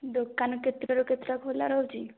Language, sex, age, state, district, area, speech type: Odia, female, 18-30, Odisha, Nayagarh, rural, conversation